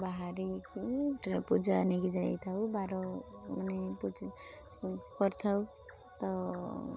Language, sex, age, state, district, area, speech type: Odia, female, 18-30, Odisha, Balasore, rural, spontaneous